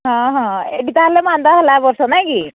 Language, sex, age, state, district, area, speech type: Odia, female, 45-60, Odisha, Angul, rural, conversation